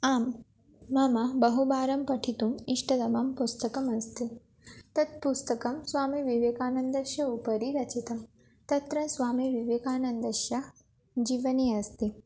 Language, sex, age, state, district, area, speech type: Sanskrit, female, 18-30, West Bengal, Jalpaiguri, urban, spontaneous